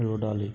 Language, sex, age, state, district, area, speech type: Assamese, male, 30-45, Assam, Nagaon, rural, spontaneous